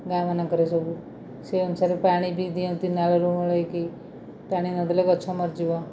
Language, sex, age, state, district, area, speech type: Odia, female, 45-60, Odisha, Rayagada, rural, spontaneous